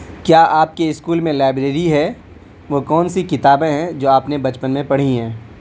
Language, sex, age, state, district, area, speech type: Urdu, male, 18-30, Delhi, South Delhi, urban, spontaneous